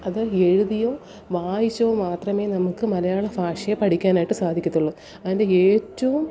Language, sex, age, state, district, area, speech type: Malayalam, female, 30-45, Kerala, Kollam, rural, spontaneous